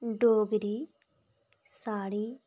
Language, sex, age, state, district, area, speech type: Dogri, female, 18-30, Jammu and Kashmir, Reasi, rural, spontaneous